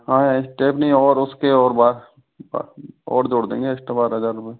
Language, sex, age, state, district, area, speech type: Hindi, male, 45-60, Rajasthan, Karauli, rural, conversation